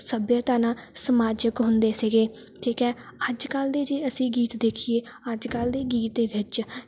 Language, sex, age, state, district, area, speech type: Punjabi, female, 18-30, Punjab, Shaheed Bhagat Singh Nagar, rural, spontaneous